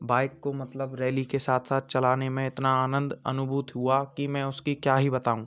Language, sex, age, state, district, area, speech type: Hindi, male, 18-30, Rajasthan, Bharatpur, urban, spontaneous